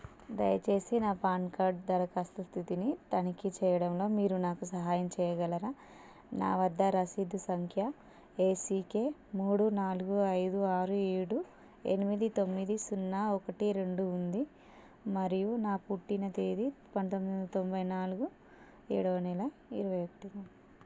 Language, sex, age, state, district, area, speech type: Telugu, female, 30-45, Telangana, Warangal, rural, read